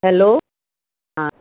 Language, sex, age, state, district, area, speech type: Punjabi, female, 60+, Punjab, Muktsar, urban, conversation